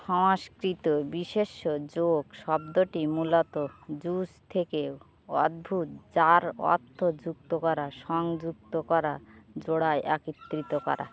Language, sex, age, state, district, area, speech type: Bengali, female, 45-60, West Bengal, Birbhum, urban, read